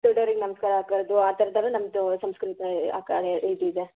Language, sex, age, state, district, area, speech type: Kannada, female, 45-60, Karnataka, Tumkur, rural, conversation